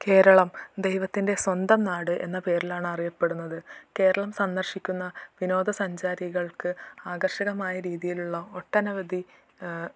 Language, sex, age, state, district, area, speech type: Malayalam, female, 18-30, Kerala, Malappuram, urban, spontaneous